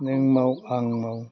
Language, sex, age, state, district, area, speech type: Bodo, male, 60+, Assam, Udalguri, rural, spontaneous